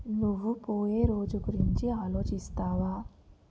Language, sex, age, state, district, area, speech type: Telugu, female, 30-45, Telangana, Mancherial, rural, read